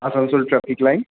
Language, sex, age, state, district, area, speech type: Bengali, male, 18-30, West Bengal, Paschim Bardhaman, urban, conversation